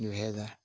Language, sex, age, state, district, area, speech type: Assamese, male, 30-45, Assam, Jorhat, urban, spontaneous